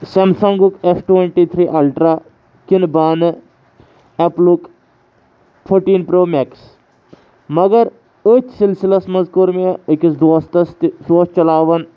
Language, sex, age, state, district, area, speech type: Kashmiri, male, 18-30, Jammu and Kashmir, Kulgam, urban, spontaneous